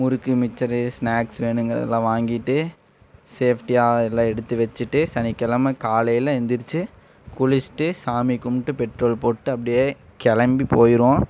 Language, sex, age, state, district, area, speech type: Tamil, male, 18-30, Tamil Nadu, Coimbatore, rural, spontaneous